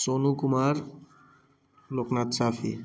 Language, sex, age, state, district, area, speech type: Maithili, male, 18-30, Bihar, Darbhanga, urban, spontaneous